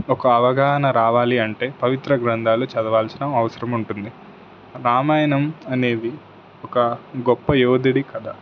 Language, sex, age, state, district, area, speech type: Telugu, male, 18-30, Telangana, Suryapet, urban, spontaneous